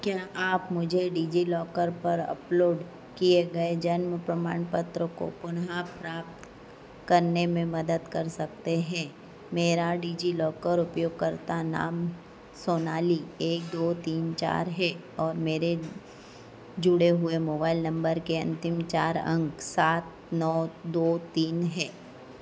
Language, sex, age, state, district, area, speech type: Hindi, female, 45-60, Madhya Pradesh, Harda, urban, read